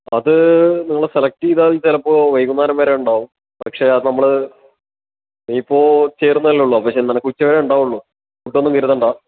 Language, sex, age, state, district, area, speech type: Malayalam, male, 18-30, Kerala, Palakkad, rural, conversation